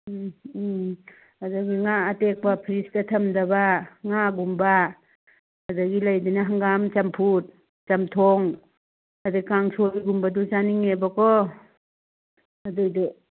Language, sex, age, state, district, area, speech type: Manipuri, female, 45-60, Manipur, Churachandpur, rural, conversation